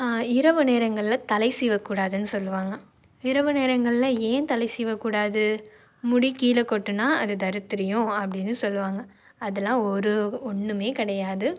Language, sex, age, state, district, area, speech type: Tamil, female, 18-30, Tamil Nadu, Nagapattinam, rural, spontaneous